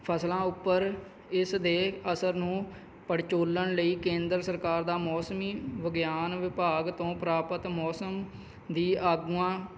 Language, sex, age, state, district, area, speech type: Punjabi, male, 30-45, Punjab, Kapurthala, rural, spontaneous